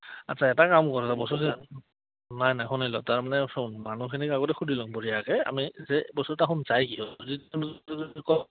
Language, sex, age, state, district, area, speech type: Assamese, female, 30-45, Assam, Goalpara, rural, conversation